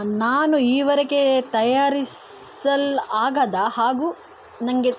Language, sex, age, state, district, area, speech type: Kannada, female, 30-45, Karnataka, Udupi, rural, spontaneous